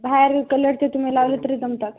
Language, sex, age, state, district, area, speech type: Marathi, female, 18-30, Maharashtra, Hingoli, urban, conversation